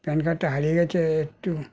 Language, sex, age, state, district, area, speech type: Bengali, male, 60+, West Bengal, Darjeeling, rural, spontaneous